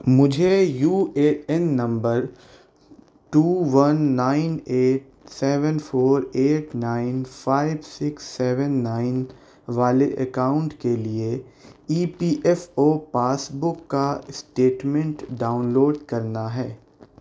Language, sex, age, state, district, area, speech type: Urdu, male, 18-30, Delhi, South Delhi, urban, read